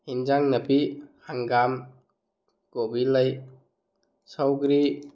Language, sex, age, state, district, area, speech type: Manipuri, male, 30-45, Manipur, Tengnoupal, rural, spontaneous